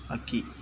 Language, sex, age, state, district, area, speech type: Kannada, male, 60+, Karnataka, Bangalore Rural, rural, read